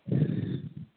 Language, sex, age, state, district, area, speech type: Maithili, female, 45-60, Bihar, Madhepura, rural, conversation